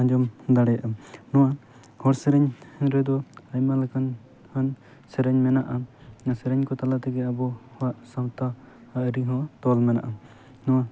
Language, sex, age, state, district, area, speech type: Santali, male, 18-30, West Bengal, Jhargram, rural, spontaneous